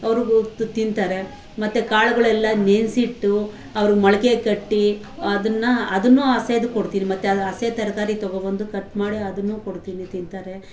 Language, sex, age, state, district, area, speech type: Kannada, female, 45-60, Karnataka, Bangalore Urban, rural, spontaneous